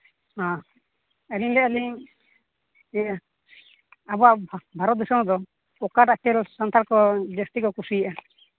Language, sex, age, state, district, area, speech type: Santali, male, 18-30, Jharkhand, East Singhbhum, rural, conversation